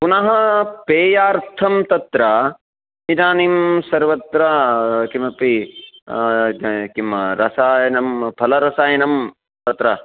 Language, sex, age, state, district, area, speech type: Sanskrit, male, 45-60, Karnataka, Uttara Kannada, urban, conversation